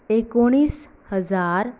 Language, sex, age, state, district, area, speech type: Goan Konkani, female, 18-30, Goa, Canacona, rural, spontaneous